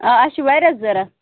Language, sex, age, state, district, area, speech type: Kashmiri, female, 30-45, Jammu and Kashmir, Bandipora, rural, conversation